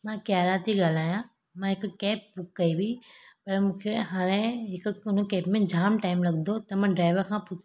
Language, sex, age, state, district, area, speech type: Sindhi, female, 18-30, Gujarat, Surat, urban, spontaneous